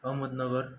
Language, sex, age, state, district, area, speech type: Marathi, male, 30-45, Maharashtra, Osmanabad, rural, spontaneous